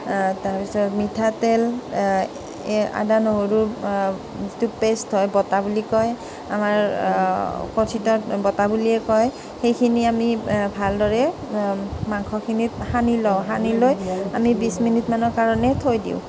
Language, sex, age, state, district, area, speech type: Assamese, female, 30-45, Assam, Nalbari, rural, spontaneous